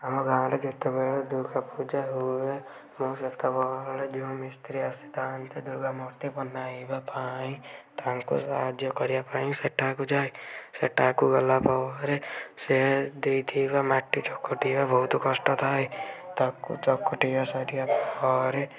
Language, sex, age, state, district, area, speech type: Odia, male, 18-30, Odisha, Kendujhar, urban, spontaneous